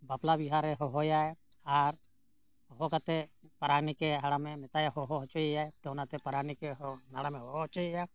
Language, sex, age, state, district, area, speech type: Santali, male, 60+, Jharkhand, Bokaro, rural, spontaneous